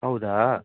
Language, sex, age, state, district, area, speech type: Kannada, male, 18-30, Karnataka, Mysore, rural, conversation